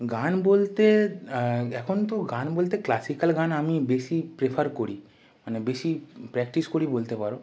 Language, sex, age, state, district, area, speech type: Bengali, male, 18-30, West Bengal, North 24 Parganas, urban, spontaneous